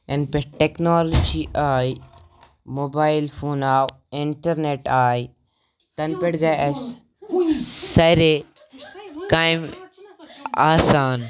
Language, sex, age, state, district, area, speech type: Kashmiri, male, 18-30, Jammu and Kashmir, Kupwara, rural, spontaneous